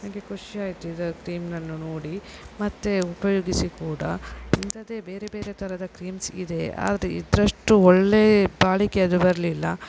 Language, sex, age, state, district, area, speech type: Kannada, female, 30-45, Karnataka, Shimoga, rural, spontaneous